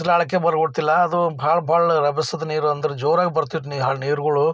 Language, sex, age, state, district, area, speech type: Kannada, male, 45-60, Karnataka, Bidar, rural, spontaneous